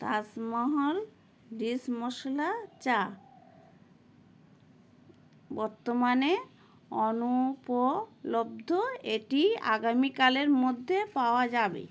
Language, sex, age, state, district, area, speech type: Bengali, female, 60+, West Bengal, Howrah, urban, read